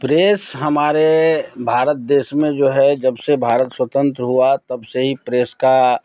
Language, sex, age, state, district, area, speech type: Hindi, male, 60+, Bihar, Darbhanga, urban, spontaneous